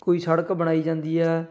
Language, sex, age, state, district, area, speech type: Punjabi, male, 18-30, Punjab, Fatehgarh Sahib, rural, spontaneous